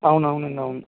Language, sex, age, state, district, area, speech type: Telugu, male, 18-30, Andhra Pradesh, N T Rama Rao, urban, conversation